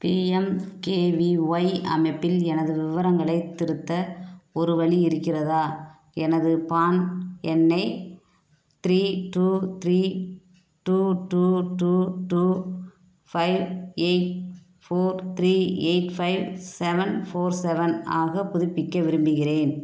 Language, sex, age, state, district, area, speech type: Tamil, female, 45-60, Tamil Nadu, Theni, rural, read